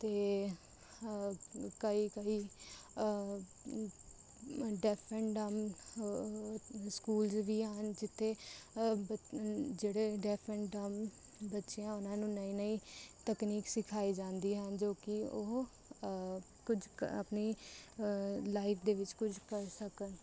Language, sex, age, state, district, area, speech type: Punjabi, female, 18-30, Punjab, Rupnagar, urban, spontaneous